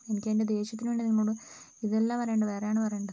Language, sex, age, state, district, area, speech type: Malayalam, female, 45-60, Kerala, Wayanad, rural, spontaneous